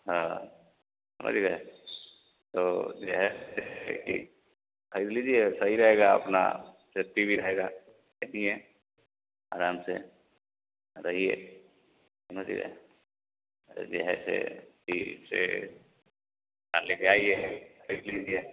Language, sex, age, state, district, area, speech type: Hindi, male, 30-45, Bihar, Vaishali, urban, conversation